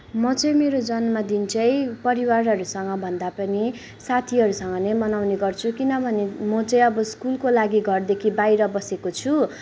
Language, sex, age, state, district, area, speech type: Nepali, female, 18-30, West Bengal, Kalimpong, rural, spontaneous